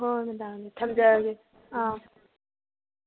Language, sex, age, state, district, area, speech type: Manipuri, female, 18-30, Manipur, Thoubal, rural, conversation